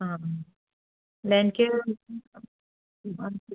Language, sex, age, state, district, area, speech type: Malayalam, female, 60+, Kerala, Wayanad, rural, conversation